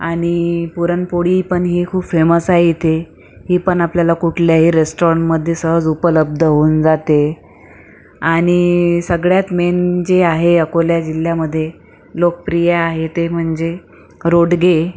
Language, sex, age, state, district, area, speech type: Marathi, female, 45-60, Maharashtra, Akola, urban, spontaneous